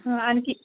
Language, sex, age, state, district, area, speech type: Marathi, female, 30-45, Maharashtra, Nagpur, rural, conversation